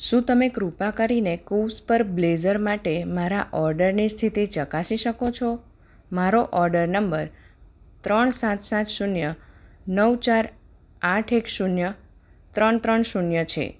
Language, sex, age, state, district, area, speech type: Gujarati, female, 30-45, Gujarat, Kheda, urban, read